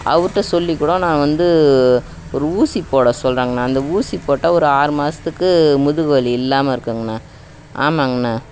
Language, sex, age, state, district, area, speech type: Tamil, female, 60+, Tamil Nadu, Kallakurichi, rural, spontaneous